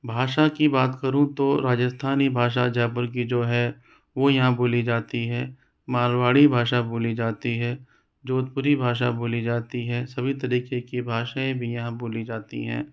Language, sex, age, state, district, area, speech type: Hindi, male, 45-60, Rajasthan, Jaipur, urban, spontaneous